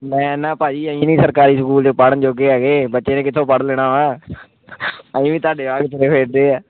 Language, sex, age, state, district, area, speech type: Punjabi, male, 18-30, Punjab, Gurdaspur, urban, conversation